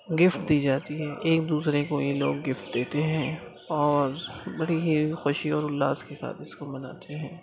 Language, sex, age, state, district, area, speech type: Urdu, male, 18-30, Uttar Pradesh, Gautam Buddha Nagar, rural, spontaneous